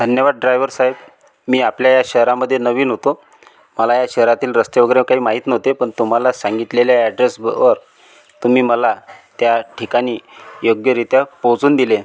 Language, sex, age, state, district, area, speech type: Marathi, male, 45-60, Maharashtra, Amravati, rural, spontaneous